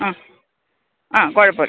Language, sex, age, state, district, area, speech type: Malayalam, female, 60+, Kerala, Alappuzha, rural, conversation